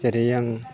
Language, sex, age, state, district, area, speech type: Bodo, male, 45-60, Assam, Chirang, rural, spontaneous